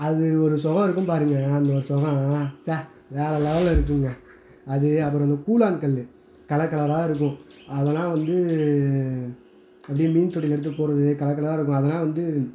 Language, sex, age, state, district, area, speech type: Tamil, male, 30-45, Tamil Nadu, Madurai, rural, spontaneous